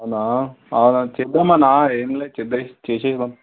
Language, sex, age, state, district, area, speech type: Telugu, male, 18-30, Telangana, Ranga Reddy, urban, conversation